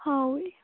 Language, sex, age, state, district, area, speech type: Manipuri, female, 30-45, Manipur, Kangpokpi, rural, conversation